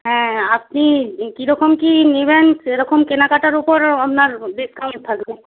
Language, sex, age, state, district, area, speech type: Bengali, female, 45-60, West Bengal, Jalpaiguri, rural, conversation